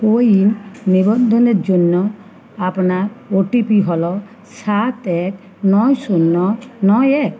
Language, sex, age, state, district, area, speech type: Bengali, female, 45-60, West Bengal, Uttar Dinajpur, urban, read